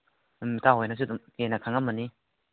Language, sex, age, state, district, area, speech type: Manipuri, male, 18-30, Manipur, Kangpokpi, urban, conversation